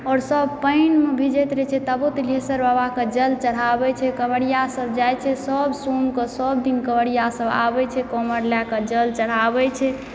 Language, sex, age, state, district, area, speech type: Maithili, female, 45-60, Bihar, Supaul, rural, spontaneous